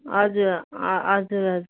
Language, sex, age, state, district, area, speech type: Nepali, female, 45-60, West Bengal, Kalimpong, rural, conversation